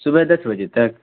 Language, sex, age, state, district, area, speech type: Urdu, male, 18-30, Bihar, Saharsa, rural, conversation